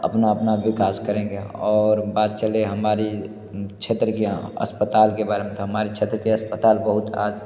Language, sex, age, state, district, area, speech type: Hindi, male, 30-45, Bihar, Darbhanga, rural, spontaneous